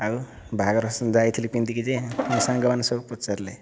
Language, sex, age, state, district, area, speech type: Odia, male, 60+, Odisha, Kandhamal, rural, spontaneous